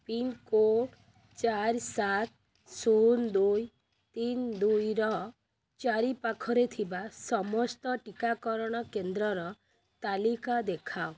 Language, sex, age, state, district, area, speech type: Odia, female, 30-45, Odisha, Kendrapara, urban, read